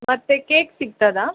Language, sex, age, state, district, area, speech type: Kannada, female, 30-45, Karnataka, Udupi, rural, conversation